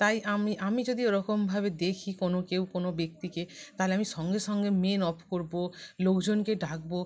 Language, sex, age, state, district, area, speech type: Bengali, female, 30-45, West Bengal, North 24 Parganas, urban, spontaneous